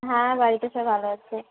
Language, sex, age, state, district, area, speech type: Bengali, female, 60+, West Bengal, Purulia, urban, conversation